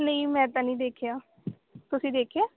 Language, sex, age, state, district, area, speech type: Punjabi, female, 18-30, Punjab, Gurdaspur, rural, conversation